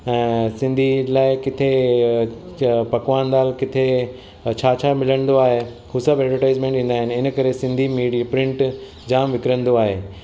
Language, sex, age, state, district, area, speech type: Sindhi, male, 45-60, Maharashtra, Mumbai Suburban, urban, spontaneous